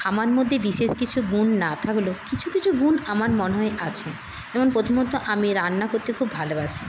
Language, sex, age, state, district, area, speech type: Bengali, female, 30-45, West Bengal, Paschim Medinipur, rural, spontaneous